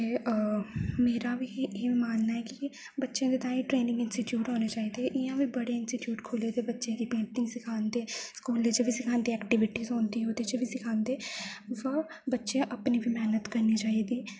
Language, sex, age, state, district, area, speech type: Dogri, female, 18-30, Jammu and Kashmir, Jammu, rural, spontaneous